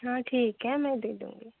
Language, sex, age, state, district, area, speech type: Hindi, female, 45-60, Uttar Pradesh, Jaunpur, rural, conversation